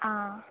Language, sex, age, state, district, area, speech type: Malayalam, female, 18-30, Kerala, Kottayam, rural, conversation